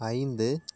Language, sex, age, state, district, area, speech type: Tamil, male, 30-45, Tamil Nadu, Pudukkottai, rural, read